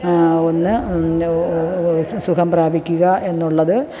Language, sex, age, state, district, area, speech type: Malayalam, female, 45-60, Kerala, Kollam, rural, spontaneous